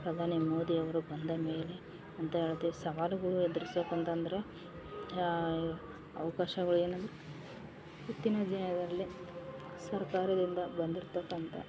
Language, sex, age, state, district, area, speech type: Kannada, female, 18-30, Karnataka, Vijayanagara, rural, spontaneous